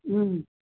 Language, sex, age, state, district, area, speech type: Sindhi, female, 60+, Maharashtra, Mumbai Suburban, urban, conversation